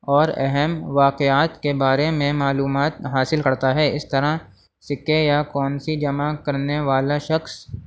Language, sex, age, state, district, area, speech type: Urdu, male, 18-30, Uttar Pradesh, Rampur, urban, spontaneous